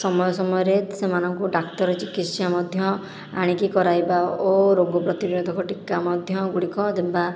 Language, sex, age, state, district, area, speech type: Odia, female, 18-30, Odisha, Khordha, rural, spontaneous